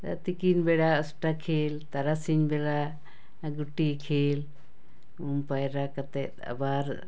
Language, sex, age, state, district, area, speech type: Santali, female, 60+, West Bengal, Paschim Bardhaman, urban, spontaneous